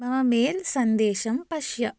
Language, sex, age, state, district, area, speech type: Sanskrit, female, 18-30, Karnataka, Shimoga, urban, read